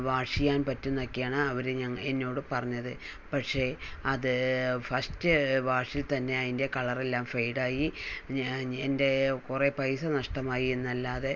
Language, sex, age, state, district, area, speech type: Malayalam, female, 60+, Kerala, Palakkad, rural, spontaneous